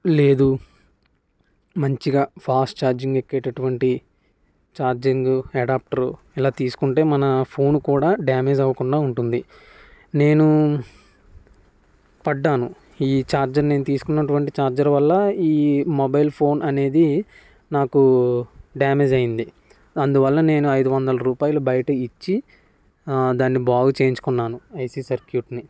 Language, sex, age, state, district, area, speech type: Telugu, male, 18-30, Andhra Pradesh, Konaseema, rural, spontaneous